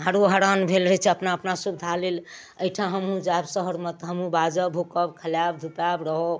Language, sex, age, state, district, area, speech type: Maithili, female, 60+, Bihar, Darbhanga, rural, spontaneous